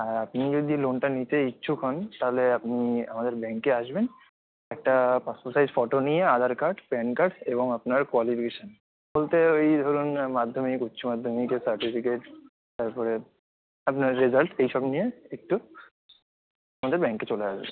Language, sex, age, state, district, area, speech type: Bengali, male, 30-45, West Bengal, Kolkata, urban, conversation